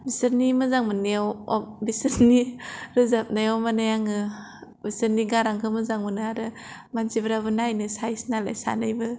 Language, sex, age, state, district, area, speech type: Bodo, female, 18-30, Assam, Kokrajhar, rural, spontaneous